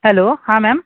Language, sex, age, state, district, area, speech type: Marathi, male, 18-30, Maharashtra, Thane, urban, conversation